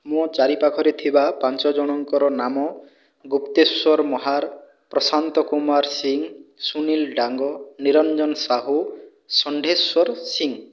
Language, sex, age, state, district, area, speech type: Odia, male, 45-60, Odisha, Boudh, rural, spontaneous